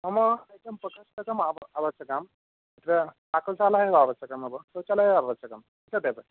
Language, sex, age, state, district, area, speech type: Sanskrit, male, 30-45, West Bengal, Murshidabad, rural, conversation